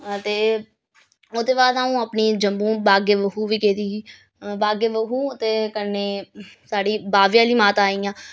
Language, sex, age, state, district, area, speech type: Dogri, female, 30-45, Jammu and Kashmir, Reasi, rural, spontaneous